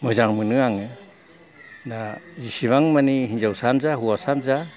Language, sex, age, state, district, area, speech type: Bodo, male, 60+, Assam, Kokrajhar, rural, spontaneous